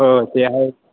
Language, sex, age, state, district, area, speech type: Marathi, male, 18-30, Maharashtra, Ahmednagar, urban, conversation